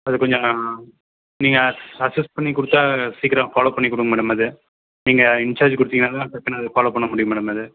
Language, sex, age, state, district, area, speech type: Tamil, male, 30-45, Tamil Nadu, Dharmapuri, rural, conversation